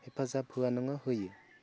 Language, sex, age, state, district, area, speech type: Bodo, male, 30-45, Assam, Goalpara, rural, spontaneous